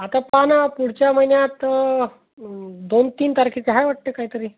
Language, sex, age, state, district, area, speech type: Marathi, male, 30-45, Maharashtra, Amravati, rural, conversation